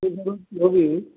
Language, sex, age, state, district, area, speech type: Hindi, male, 60+, Uttar Pradesh, Azamgarh, rural, conversation